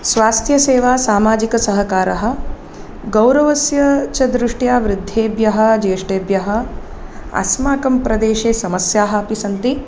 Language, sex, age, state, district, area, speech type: Sanskrit, female, 30-45, Tamil Nadu, Chennai, urban, spontaneous